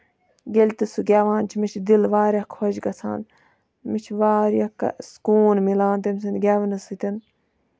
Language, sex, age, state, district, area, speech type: Kashmiri, female, 30-45, Jammu and Kashmir, Ganderbal, rural, spontaneous